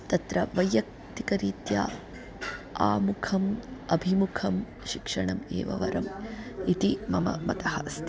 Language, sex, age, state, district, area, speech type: Sanskrit, female, 30-45, Andhra Pradesh, Guntur, urban, spontaneous